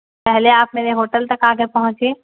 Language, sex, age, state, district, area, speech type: Urdu, female, 30-45, Bihar, Gaya, rural, conversation